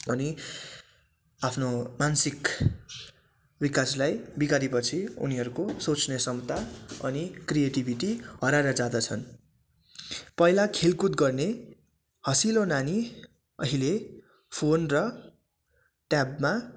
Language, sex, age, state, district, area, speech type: Nepali, male, 18-30, West Bengal, Darjeeling, rural, spontaneous